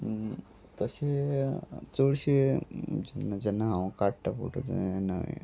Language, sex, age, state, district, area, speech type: Goan Konkani, male, 30-45, Goa, Salcete, rural, spontaneous